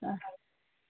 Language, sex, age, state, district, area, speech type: Malayalam, female, 60+, Kerala, Idukki, rural, conversation